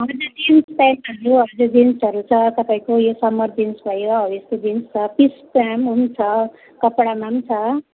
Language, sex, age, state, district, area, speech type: Nepali, female, 30-45, West Bengal, Darjeeling, rural, conversation